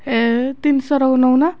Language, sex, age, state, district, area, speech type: Odia, female, 18-30, Odisha, Kendrapara, urban, spontaneous